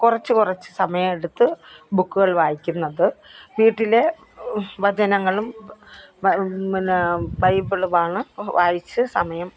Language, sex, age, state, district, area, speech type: Malayalam, female, 60+, Kerala, Kollam, rural, spontaneous